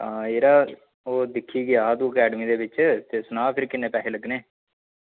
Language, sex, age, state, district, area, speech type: Dogri, male, 18-30, Jammu and Kashmir, Samba, rural, conversation